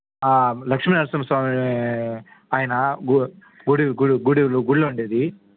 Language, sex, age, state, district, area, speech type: Telugu, male, 18-30, Andhra Pradesh, Nellore, rural, conversation